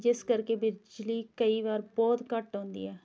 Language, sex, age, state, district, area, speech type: Punjabi, female, 18-30, Punjab, Tarn Taran, rural, spontaneous